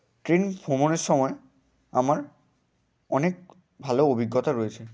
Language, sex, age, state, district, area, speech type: Bengali, male, 18-30, West Bengal, Hooghly, urban, spontaneous